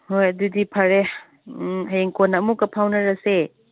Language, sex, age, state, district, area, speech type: Manipuri, female, 30-45, Manipur, Chandel, rural, conversation